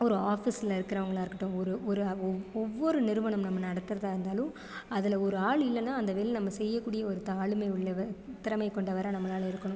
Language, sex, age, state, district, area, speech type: Tamil, female, 30-45, Tamil Nadu, Sivaganga, rural, spontaneous